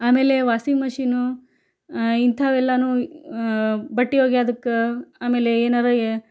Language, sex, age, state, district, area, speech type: Kannada, female, 30-45, Karnataka, Gadag, rural, spontaneous